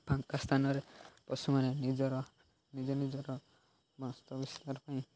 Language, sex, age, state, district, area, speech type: Odia, male, 18-30, Odisha, Jagatsinghpur, rural, spontaneous